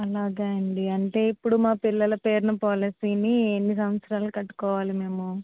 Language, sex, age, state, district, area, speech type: Telugu, female, 18-30, Andhra Pradesh, East Godavari, rural, conversation